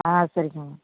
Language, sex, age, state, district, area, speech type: Tamil, female, 18-30, Tamil Nadu, Sivaganga, rural, conversation